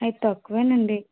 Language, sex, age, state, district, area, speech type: Telugu, female, 30-45, Andhra Pradesh, Vizianagaram, rural, conversation